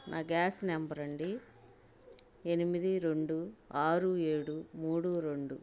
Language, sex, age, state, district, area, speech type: Telugu, female, 45-60, Andhra Pradesh, Bapatla, urban, spontaneous